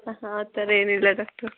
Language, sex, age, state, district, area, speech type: Kannada, female, 18-30, Karnataka, Kolar, rural, conversation